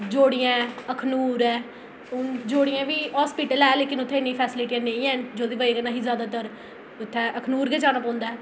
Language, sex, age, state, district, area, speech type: Dogri, female, 18-30, Jammu and Kashmir, Jammu, rural, spontaneous